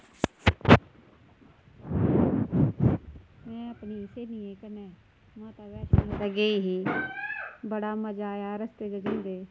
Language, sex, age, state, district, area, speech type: Dogri, female, 30-45, Jammu and Kashmir, Kathua, rural, spontaneous